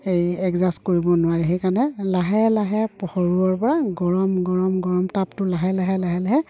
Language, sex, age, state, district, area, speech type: Assamese, female, 45-60, Assam, Sivasagar, rural, spontaneous